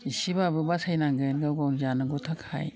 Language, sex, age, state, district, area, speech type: Bodo, female, 60+, Assam, Udalguri, rural, spontaneous